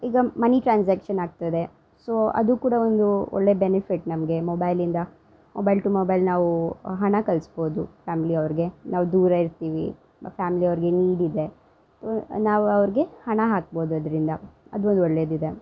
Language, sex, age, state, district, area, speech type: Kannada, female, 30-45, Karnataka, Udupi, rural, spontaneous